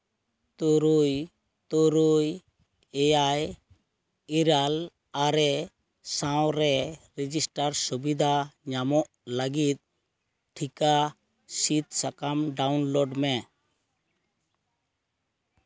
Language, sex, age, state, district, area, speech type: Santali, male, 45-60, West Bengal, Purulia, rural, read